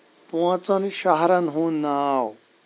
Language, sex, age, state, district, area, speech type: Kashmiri, male, 45-60, Jammu and Kashmir, Kulgam, rural, spontaneous